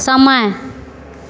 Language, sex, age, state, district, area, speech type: Hindi, female, 30-45, Bihar, Begusarai, rural, read